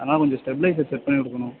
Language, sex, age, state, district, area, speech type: Tamil, male, 18-30, Tamil Nadu, Nagapattinam, rural, conversation